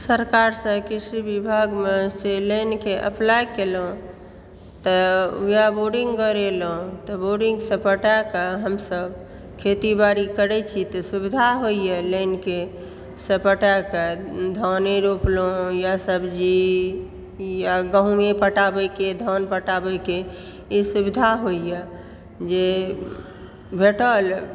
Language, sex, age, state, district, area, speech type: Maithili, female, 60+, Bihar, Supaul, rural, spontaneous